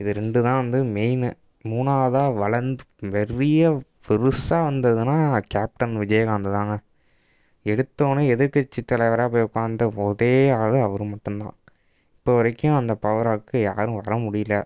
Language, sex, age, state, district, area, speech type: Tamil, male, 18-30, Tamil Nadu, Thanjavur, rural, spontaneous